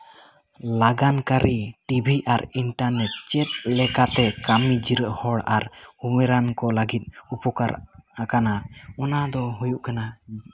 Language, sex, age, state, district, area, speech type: Santali, male, 18-30, West Bengal, Jhargram, rural, spontaneous